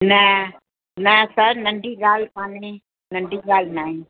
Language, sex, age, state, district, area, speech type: Sindhi, female, 60+, Gujarat, Kutch, rural, conversation